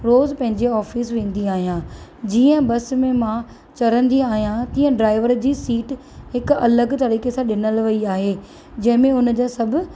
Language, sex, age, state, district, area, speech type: Sindhi, female, 30-45, Maharashtra, Thane, urban, spontaneous